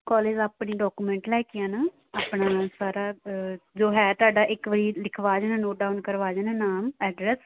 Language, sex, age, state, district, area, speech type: Punjabi, female, 18-30, Punjab, Amritsar, rural, conversation